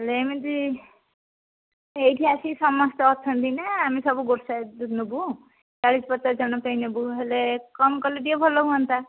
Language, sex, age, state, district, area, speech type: Odia, female, 45-60, Odisha, Gajapati, rural, conversation